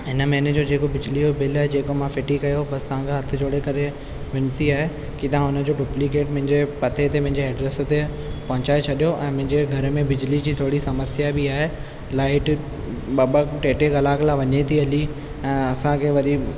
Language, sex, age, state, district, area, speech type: Sindhi, male, 18-30, Rajasthan, Ajmer, urban, spontaneous